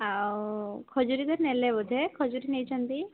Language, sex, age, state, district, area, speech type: Odia, female, 18-30, Odisha, Mayurbhanj, rural, conversation